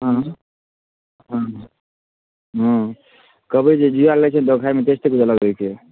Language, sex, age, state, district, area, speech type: Maithili, male, 18-30, Bihar, Darbhanga, rural, conversation